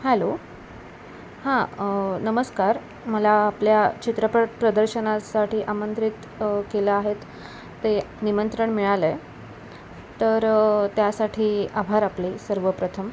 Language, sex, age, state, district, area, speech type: Marathi, female, 18-30, Maharashtra, Ratnagiri, urban, spontaneous